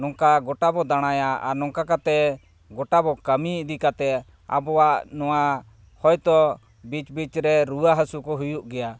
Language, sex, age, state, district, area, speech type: Santali, male, 30-45, Jharkhand, East Singhbhum, rural, spontaneous